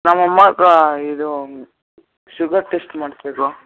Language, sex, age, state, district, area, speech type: Kannada, male, 18-30, Karnataka, Kolar, rural, conversation